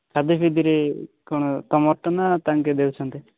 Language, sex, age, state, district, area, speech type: Odia, male, 18-30, Odisha, Nabarangpur, urban, conversation